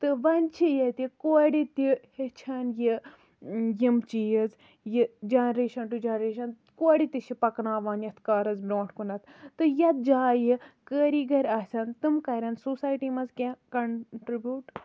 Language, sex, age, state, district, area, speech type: Kashmiri, female, 18-30, Jammu and Kashmir, Kulgam, rural, spontaneous